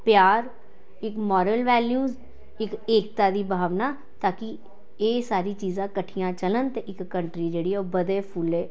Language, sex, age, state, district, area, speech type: Dogri, female, 45-60, Jammu and Kashmir, Jammu, urban, spontaneous